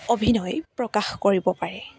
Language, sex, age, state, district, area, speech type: Assamese, female, 18-30, Assam, Charaideo, urban, spontaneous